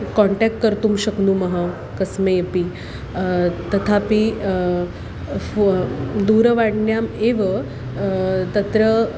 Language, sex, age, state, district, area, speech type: Sanskrit, female, 30-45, Maharashtra, Nagpur, urban, spontaneous